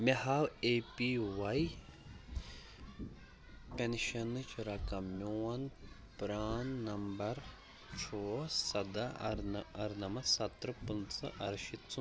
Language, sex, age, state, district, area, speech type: Kashmiri, male, 18-30, Jammu and Kashmir, Pulwama, urban, read